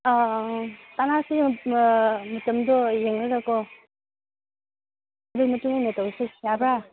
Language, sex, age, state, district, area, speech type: Manipuri, female, 45-60, Manipur, Ukhrul, rural, conversation